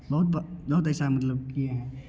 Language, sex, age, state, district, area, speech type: Hindi, male, 18-30, Bihar, Begusarai, urban, spontaneous